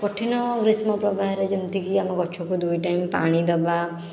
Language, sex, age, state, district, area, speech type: Odia, female, 18-30, Odisha, Khordha, rural, spontaneous